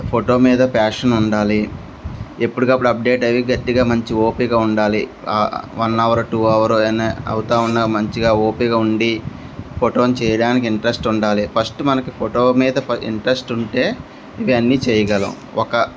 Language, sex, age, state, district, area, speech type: Telugu, male, 30-45, Andhra Pradesh, Anakapalli, rural, spontaneous